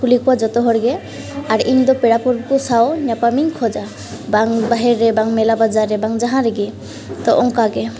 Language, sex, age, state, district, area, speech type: Santali, female, 18-30, West Bengal, Malda, rural, spontaneous